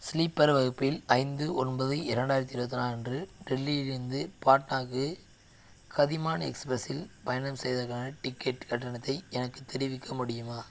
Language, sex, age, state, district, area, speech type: Tamil, male, 18-30, Tamil Nadu, Madurai, rural, read